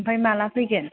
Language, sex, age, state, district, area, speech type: Bodo, female, 18-30, Assam, Kokrajhar, rural, conversation